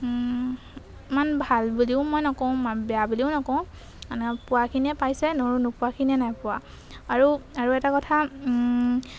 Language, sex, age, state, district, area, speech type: Assamese, female, 18-30, Assam, Golaghat, urban, spontaneous